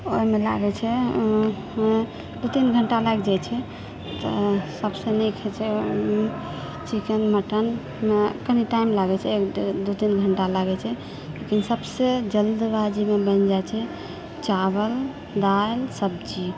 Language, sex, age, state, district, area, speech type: Maithili, female, 45-60, Bihar, Purnia, rural, spontaneous